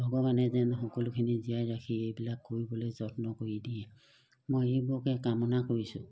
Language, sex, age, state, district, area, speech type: Assamese, female, 60+, Assam, Charaideo, rural, spontaneous